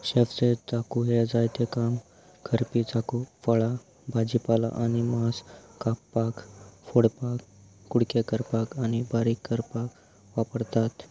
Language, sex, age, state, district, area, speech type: Goan Konkani, male, 18-30, Goa, Salcete, rural, spontaneous